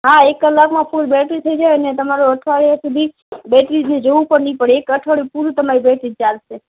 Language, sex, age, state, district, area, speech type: Gujarati, female, 30-45, Gujarat, Kutch, rural, conversation